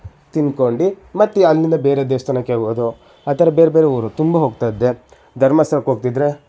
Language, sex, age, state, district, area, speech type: Kannada, male, 18-30, Karnataka, Shimoga, rural, spontaneous